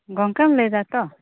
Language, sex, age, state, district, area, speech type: Santali, female, 30-45, West Bengal, Bankura, rural, conversation